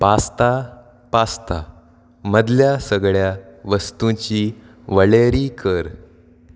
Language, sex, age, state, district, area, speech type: Goan Konkani, male, 18-30, Goa, Salcete, rural, read